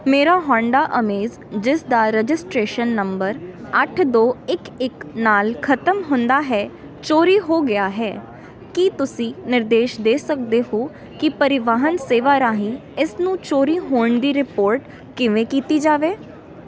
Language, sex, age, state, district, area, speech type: Punjabi, female, 18-30, Punjab, Ludhiana, urban, read